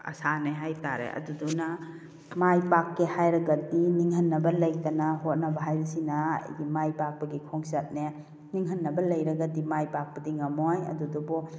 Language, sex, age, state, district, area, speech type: Manipuri, female, 45-60, Manipur, Kakching, rural, spontaneous